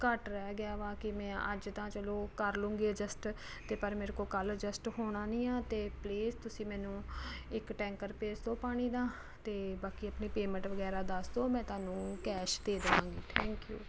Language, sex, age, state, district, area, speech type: Punjabi, female, 30-45, Punjab, Ludhiana, urban, spontaneous